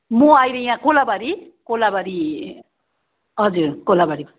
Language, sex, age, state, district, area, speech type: Nepali, female, 45-60, West Bengal, Darjeeling, rural, conversation